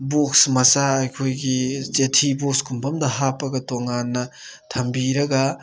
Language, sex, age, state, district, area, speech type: Manipuri, male, 30-45, Manipur, Thoubal, rural, spontaneous